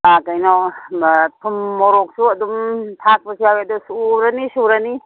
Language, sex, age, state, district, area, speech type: Manipuri, female, 60+, Manipur, Imphal West, rural, conversation